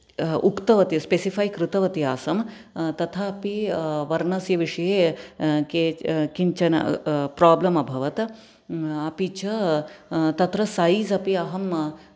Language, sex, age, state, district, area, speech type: Sanskrit, female, 30-45, Kerala, Ernakulam, urban, spontaneous